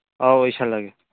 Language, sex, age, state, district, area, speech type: Manipuri, male, 30-45, Manipur, Kangpokpi, urban, conversation